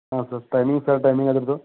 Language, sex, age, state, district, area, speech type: Kannada, male, 30-45, Karnataka, Belgaum, rural, conversation